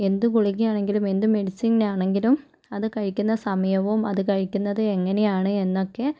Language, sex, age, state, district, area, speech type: Malayalam, female, 45-60, Kerala, Kozhikode, urban, spontaneous